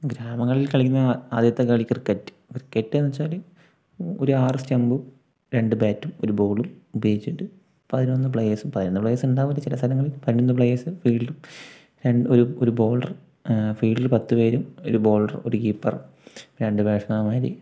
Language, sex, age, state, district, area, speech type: Malayalam, male, 18-30, Kerala, Wayanad, rural, spontaneous